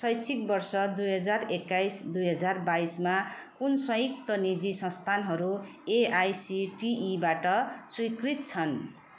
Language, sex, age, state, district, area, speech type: Nepali, female, 45-60, West Bengal, Darjeeling, rural, read